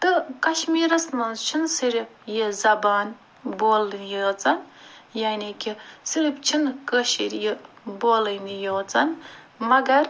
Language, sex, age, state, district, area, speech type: Kashmiri, female, 45-60, Jammu and Kashmir, Ganderbal, urban, spontaneous